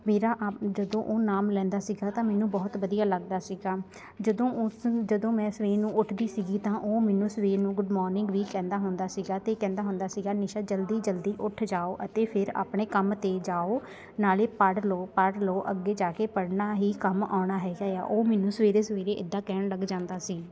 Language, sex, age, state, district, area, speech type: Punjabi, female, 18-30, Punjab, Shaheed Bhagat Singh Nagar, urban, spontaneous